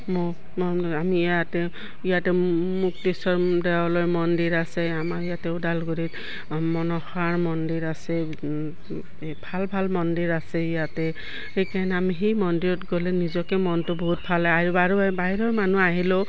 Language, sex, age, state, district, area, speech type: Assamese, female, 60+, Assam, Udalguri, rural, spontaneous